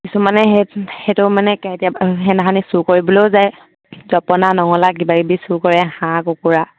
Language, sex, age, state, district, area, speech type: Assamese, female, 18-30, Assam, Dibrugarh, rural, conversation